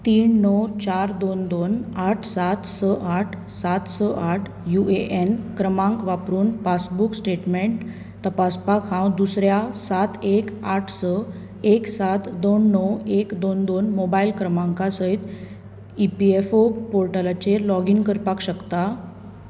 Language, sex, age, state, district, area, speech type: Goan Konkani, female, 18-30, Goa, Bardez, urban, read